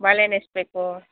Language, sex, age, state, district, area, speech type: Kannada, female, 30-45, Karnataka, Mandya, rural, conversation